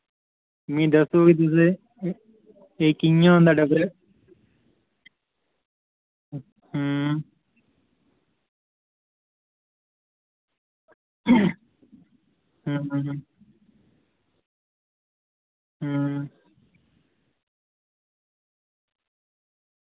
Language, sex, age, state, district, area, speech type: Dogri, male, 18-30, Jammu and Kashmir, Reasi, rural, conversation